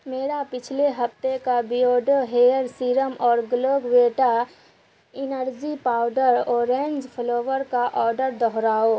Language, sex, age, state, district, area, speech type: Urdu, female, 18-30, Bihar, Supaul, rural, read